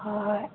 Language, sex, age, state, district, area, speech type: Manipuri, female, 30-45, Manipur, Imphal East, rural, conversation